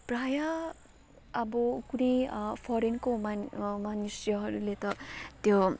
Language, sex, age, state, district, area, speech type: Nepali, female, 30-45, West Bengal, Kalimpong, rural, spontaneous